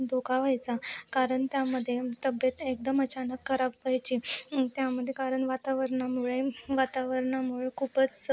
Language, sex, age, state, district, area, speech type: Marathi, female, 30-45, Maharashtra, Nagpur, rural, spontaneous